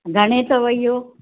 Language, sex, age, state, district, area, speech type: Sindhi, female, 60+, Maharashtra, Mumbai Suburban, urban, conversation